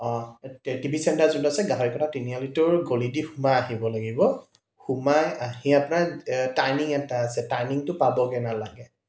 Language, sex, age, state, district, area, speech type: Assamese, male, 30-45, Assam, Dibrugarh, urban, spontaneous